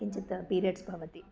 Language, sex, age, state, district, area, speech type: Sanskrit, female, 45-60, Karnataka, Bangalore Urban, urban, spontaneous